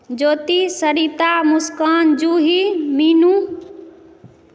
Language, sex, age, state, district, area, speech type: Maithili, female, 30-45, Bihar, Madhubani, urban, spontaneous